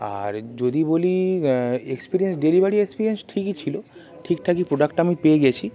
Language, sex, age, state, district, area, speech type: Bengali, male, 18-30, West Bengal, North 24 Parganas, urban, spontaneous